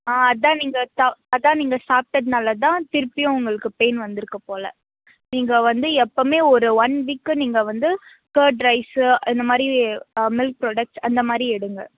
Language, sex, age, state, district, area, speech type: Tamil, female, 18-30, Tamil Nadu, Krishnagiri, rural, conversation